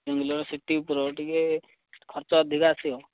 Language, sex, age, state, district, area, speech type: Odia, male, 30-45, Odisha, Ganjam, urban, conversation